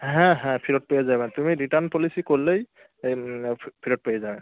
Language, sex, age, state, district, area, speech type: Bengali, male, 30-45, West Bengal, Birbhum, urban, conversation